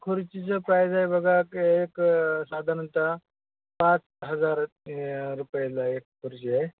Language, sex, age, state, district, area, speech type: Marathi, male, 30-45, Maharashtra, Beed, urban, conversation